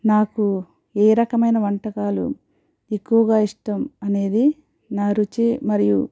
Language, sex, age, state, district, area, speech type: Telugu, female, 45-60, Andhra Pradesh, East Godavari, rural, spontaneous